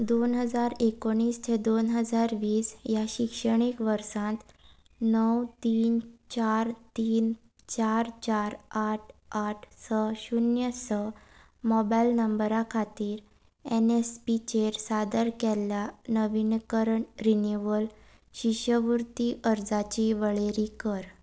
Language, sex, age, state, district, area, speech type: Goan Konkani, female, 18-30, Goa, Salcete, rural, read